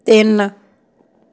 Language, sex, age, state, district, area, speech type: Punjabi, female, 60+, Punjab, Gurdaspur, rural, read